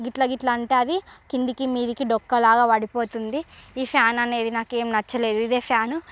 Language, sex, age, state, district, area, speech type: Telugu, female, 45-60, Andhra Pradesh, Srikakulam, rural, spontaneous